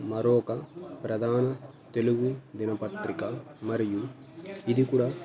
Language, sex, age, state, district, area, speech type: Telugu, male, 18-30, Andhra Pradesh, Annamaya, rural, spontaneous